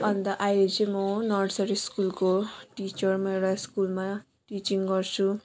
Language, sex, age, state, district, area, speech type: Nepali, female, 30-45, West Bengal, Jalpaiguri, urban, spontaneous